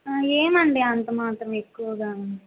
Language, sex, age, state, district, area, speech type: Telugu, female, 18-30, Andhra Pradesh, Kadapa, rural, conversation